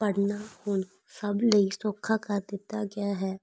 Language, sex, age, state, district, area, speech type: Punjabi, female, 18-30, Punjab, Ludhiana, rural, spontaneous